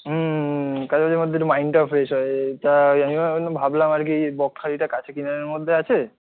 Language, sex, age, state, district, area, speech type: Bengali, male, 30-45, West Bengal, Kolkata, urban, conversation